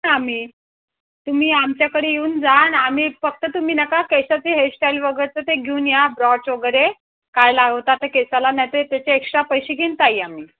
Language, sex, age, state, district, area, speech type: Marathi, female, 30-45, Maharashtra, Thane, urban, conversation